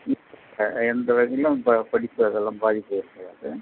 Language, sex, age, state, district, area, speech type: Tamil, male, 60+, Tamil Nadu, Vellore, rural, conversation